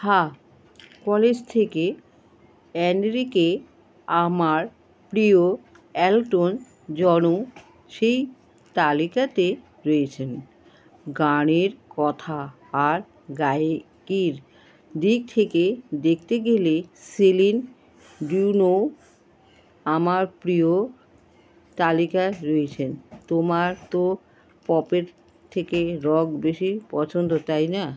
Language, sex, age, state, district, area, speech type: Bengali, female, 45-60, West Bengal, Alipurduar, rural, read